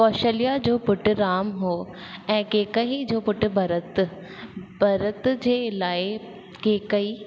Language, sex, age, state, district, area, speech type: Sindhi, female, 18-30, Rajasthan, Ajmer, urban, spontaneous